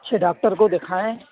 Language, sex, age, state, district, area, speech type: Urdu, female, 30-45, Delhi, South Delhi, rural, conversation